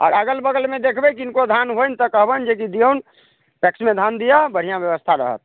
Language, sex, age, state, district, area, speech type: Maithili, male, 30-45, Bihar, Muzaffarpur, rural, conversation